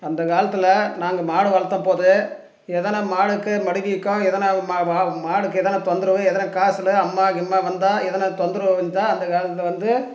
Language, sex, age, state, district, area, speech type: Tamil, male, 45-60, Tamil Nadu, Dharmapuri, rural, spontaneous